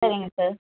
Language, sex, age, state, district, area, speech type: Tamil, male, 30-45, Tamil Nadu, Tenkasi, rural, conversation